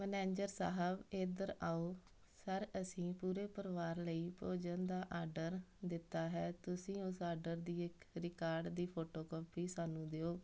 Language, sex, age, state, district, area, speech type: Punjabi, female, 18-30, Punjab, Tarn Taran, rural, spontaneous